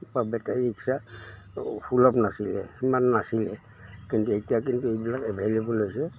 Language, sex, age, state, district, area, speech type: Assamese, male, 60+, Assam, Udalguri, rural, spontaneous